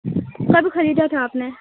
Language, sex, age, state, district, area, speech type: Urdu, female, 18-30, Bihar, Supaul, rural, conversation